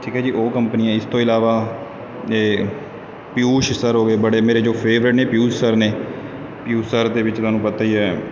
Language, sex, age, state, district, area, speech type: Punjabi, male, 18-30, Punjab, Kapurthala, rural, spontaneous